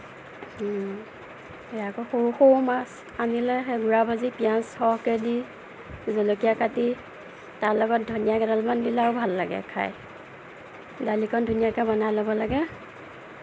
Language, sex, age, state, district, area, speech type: Assamese, female, 30-45, Assam, Nagaon, rural, spontaneous